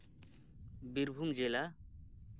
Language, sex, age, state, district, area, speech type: Santali, male, 18-30, West Bengal, Birbhum, rural, spontaneous